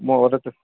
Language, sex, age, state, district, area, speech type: Sanskrit, male, 45-60, Karnataka, Vijayapura, urban, conversation